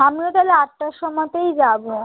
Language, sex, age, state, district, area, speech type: Bengali, female, 18-30, West Bengal, Kolkata, urban, conversation